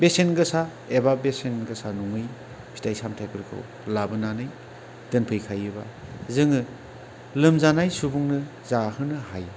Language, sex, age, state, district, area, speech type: Bodo, male, 45-60, Assam, Kokrajhar, rural, spontaneous